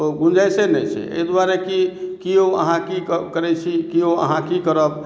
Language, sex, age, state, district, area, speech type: Maithili, male, 45-60, Bihar, Madhubani, urban, spontaneous